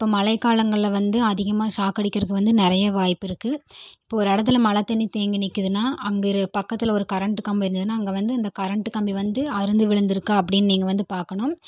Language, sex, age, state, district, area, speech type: Tamil, female, 18-30, Tamil Nadu, Erode, rural, spontaneous